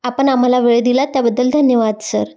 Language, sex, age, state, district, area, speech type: Marathi, female, 30-45, Maharashtra, Amravati, rural, spontaneous